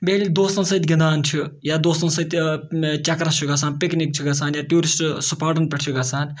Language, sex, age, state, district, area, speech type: Kashmiri, male, 30-45, Jammu and Kashmir, Ganderbal, rural, spontaneous